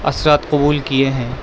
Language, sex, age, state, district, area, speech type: Urdu, male, 18-30, Delhi, East Delhi, urban, spontaneous